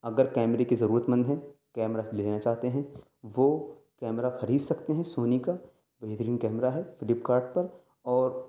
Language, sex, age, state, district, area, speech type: Urdu, male, 18-30, Delhi, East Delhi, urban, spontaneous